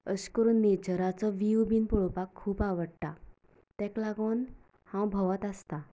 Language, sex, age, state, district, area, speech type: Goan Konkani, female, 18-30, Goa, Canacona, rural, spontaneous